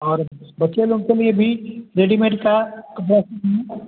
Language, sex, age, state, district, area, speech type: Hindi, male, 60+, Bihar, Madhepura, urban, conversation